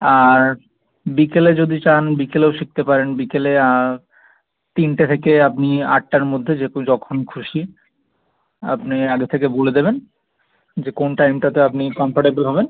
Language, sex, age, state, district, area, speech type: Bengali, male, 18-30, West Bengal, North 24 Parganas, urban, conversation